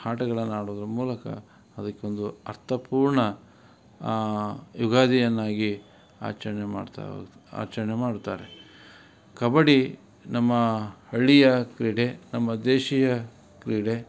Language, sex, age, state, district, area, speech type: Kannada, male, 45-60, Karnataka, Davanagere, rural, spontaneous